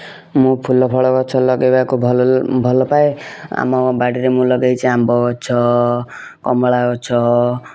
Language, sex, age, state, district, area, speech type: Odia, male, 18-30, Odisha, Kendujhar, urban, spontaneous